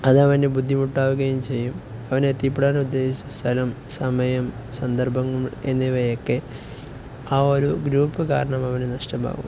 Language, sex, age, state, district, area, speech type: Malayalam, male, 18-30, Kerala, Kozhikode, rural, spontaneous